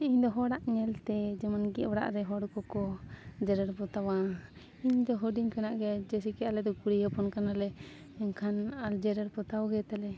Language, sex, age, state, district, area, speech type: Santali, female, 30-45, Jharkhand, Bokaro, rural, spontaneous